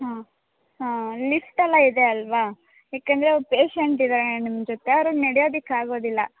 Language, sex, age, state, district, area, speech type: Kannada, female, 18-30, Karnataka, Mandya, rural, conversation